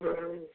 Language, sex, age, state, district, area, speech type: Hindi, female, 45-60, Bihar, Madhepura, rural, conversation